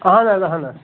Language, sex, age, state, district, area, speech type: Kashmiri, male, 18-30, Jammu and Kashmir, Kulgam, urban, conversation